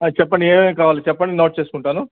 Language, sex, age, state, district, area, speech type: Telugu, male, 60+, Andhra Pradesh, Nellore, urban, conversation